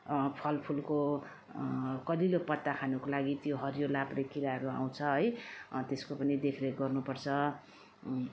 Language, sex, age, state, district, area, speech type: Nepali, female, 45-60, West Bengal, Darjeeling, rural, spontaneous